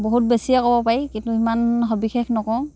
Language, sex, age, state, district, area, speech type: Assamese, female, 60+, Assam, Dhemaji, rural, spontaneous